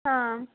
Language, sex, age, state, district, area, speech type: Sanskrit, female, 18-30, Kerala, Kollam, rural, conversation